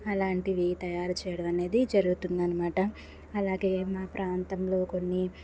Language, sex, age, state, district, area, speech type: Telugu, female, 30-45, Andhra Pradesh, Palnadu, rural, spontaneous